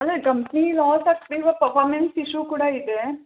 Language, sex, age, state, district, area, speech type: Kannada, female, 18-30, Karnataka, Bidar, urban, conversation